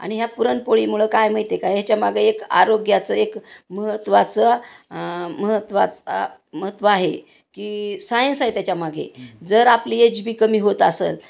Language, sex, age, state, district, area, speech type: Marathi, female, 60+, Maharashtra, Osmanabad, rural, spontaneous